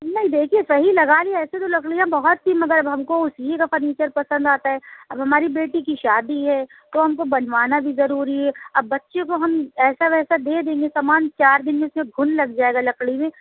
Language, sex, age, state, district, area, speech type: Urdu, female, 45-60, Uttar Pradesh, Lucknow, rural, conversation